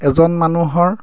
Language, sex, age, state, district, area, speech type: Assamese, male, 30-45, Assam, Majuli, urban, spontaneous